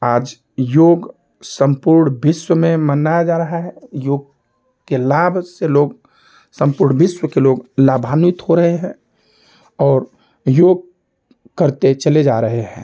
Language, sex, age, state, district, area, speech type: Hindi, male, 45-60, Uttar Pradesh, Ghazipur, rural, spontaneous